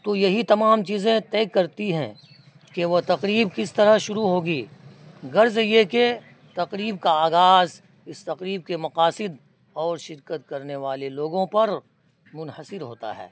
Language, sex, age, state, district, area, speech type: Urdu, male, 45-60, Bihar, Araria, rural, spontaneous